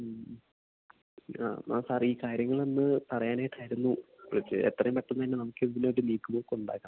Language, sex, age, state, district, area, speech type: Malayalam, male, 18-30, Kerala, Idukki, rural, conversation